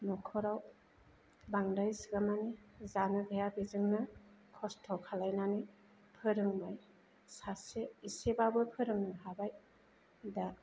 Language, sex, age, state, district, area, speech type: Bodo, female, 45-60, Assam, Chirang, rural, spontaneous